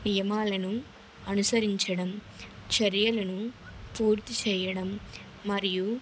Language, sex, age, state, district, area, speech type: Telugu, female, 18-30, Telangana, Vikarabad, urban, spontaneous